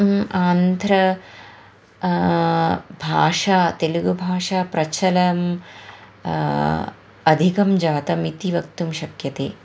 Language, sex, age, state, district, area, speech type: Sanskrit, female, 30-45, Karnataka, Bangalore Urban, urban, spontaneous